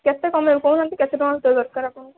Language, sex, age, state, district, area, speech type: Odia, female, 18-30, Odisha, Jajpur, rural, conversation